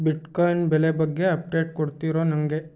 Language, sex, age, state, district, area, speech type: Kannada, male, 18-30, Karnataka, Chitradurga, rural, read